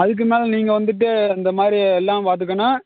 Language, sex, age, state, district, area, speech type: Tamil, male, 18-30, Tamil Nadu, Madurai, rural, conversation